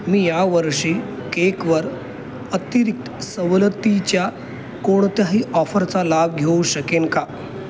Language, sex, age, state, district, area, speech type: Marathi, male, 30-45, Maharashtra, Mumbai Suburban, urban, read